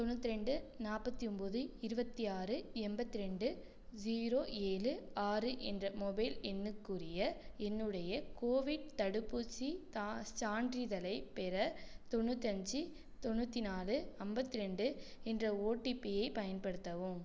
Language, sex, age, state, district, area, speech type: Tamil, female, 18-30, Tamil Nadu, Tiruchirappalli, rural, read